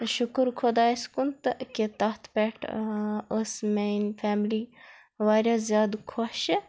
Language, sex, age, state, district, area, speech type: Kashmiri, female, 30-45, Jammu and Kashmir, Baramulla, urban, spontaneous